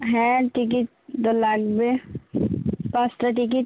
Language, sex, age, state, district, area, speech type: Bengali, female, 18-30, West Bengal, Birbhum, urban, conversation